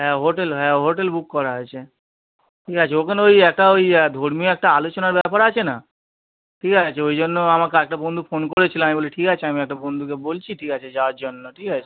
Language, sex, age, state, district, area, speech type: Bengali, male, 30-45, West Bengal, Howrah, urban, conversation